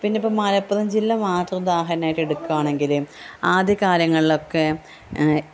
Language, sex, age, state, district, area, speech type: Malayalam, female, 30-45, Kerala, Malappuram, rural, spontaneous